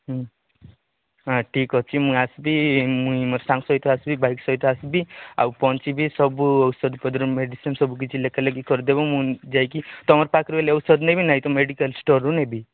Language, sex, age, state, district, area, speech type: Odia, male, 30-45, Odisha, Nabarangpur, urban, conversation